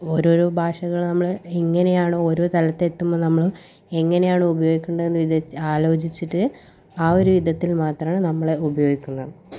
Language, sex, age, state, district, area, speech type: Malayalam, female, 18-30, Kerala, Kannur, rural, spontaneous